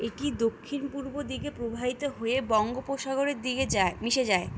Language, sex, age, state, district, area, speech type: Bengali, female, 18-30, West Bengal, Alipurduar, rural, read